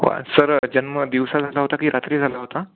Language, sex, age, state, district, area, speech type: Marathi, male, 18-30, Maharashtra, Amravati, urban, conversation